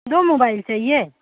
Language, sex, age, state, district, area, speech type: Hindi, female, 30-45, Uttar Pradesh, Prayagraj, urban, conversation